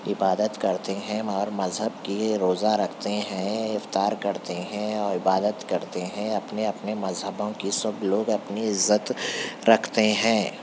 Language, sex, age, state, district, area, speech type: Urdu, male, 18-30, Telangana, Hyderabad, urban, spontaneous